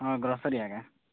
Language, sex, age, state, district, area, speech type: Odia, male, 18-30, Odisha, Bhadrak, rural, conversation